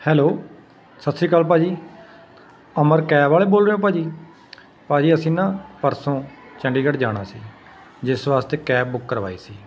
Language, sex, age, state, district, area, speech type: Punjabi, male, 30-45, Punjab, Patiala, urban, spontaneous